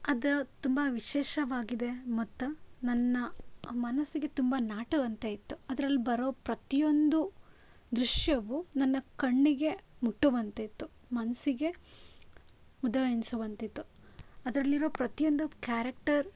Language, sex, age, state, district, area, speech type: Kannada, female, 18-30, Karnataka, Chitradurga, rural, spontaneous